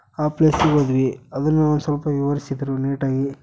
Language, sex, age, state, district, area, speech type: Kannada, male, 18-30, Karnataka, Chitradurga, rural, spontaneous